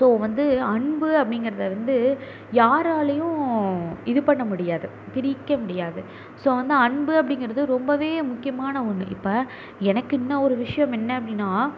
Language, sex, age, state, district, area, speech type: Tamil, female, 30-45, Tamil Nadu, Mayiladuthurai, urban, spontaneous